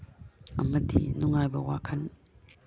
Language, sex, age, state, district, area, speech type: Manipuri, female, 60+, Manipur, Imphal East, rural, spontaneous